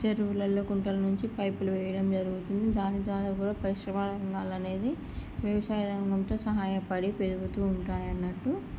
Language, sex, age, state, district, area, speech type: Telugu, female, 18-30, Andhra Pradesh, Srikakulam, urban, spontaneous